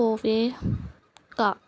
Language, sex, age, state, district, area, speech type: Punjabi, female, 30-45, Punjab, Mansa, urban, read